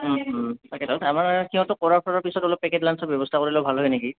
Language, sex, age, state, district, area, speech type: Assamese, male, 18-30, Assam, Goalpara, urban, conversation